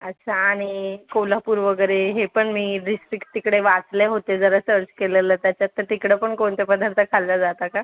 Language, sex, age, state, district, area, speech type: Marathi, female, 18-30, Maharashtra, Thane, urban, conversation